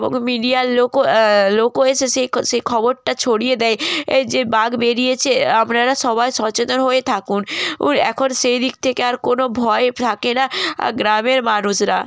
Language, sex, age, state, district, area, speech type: Bengali, female, 18-30, West Bengal, North 24 Parganas, rural, spontaneous